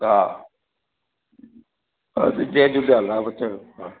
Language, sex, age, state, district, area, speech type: Sindhi, male, 60+, Rajasthan, Ajmer, urban, conversation